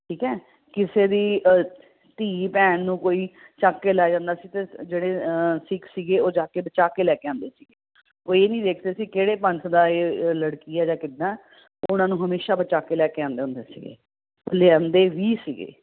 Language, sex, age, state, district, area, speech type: Punjabi, female, 45-60, Punjab, Ludhiana, urban, conversation